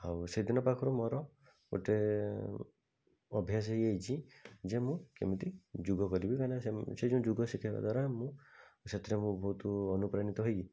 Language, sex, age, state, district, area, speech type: Odia, male, 45-60, Odisha, Bhadrak, rural, spontaneous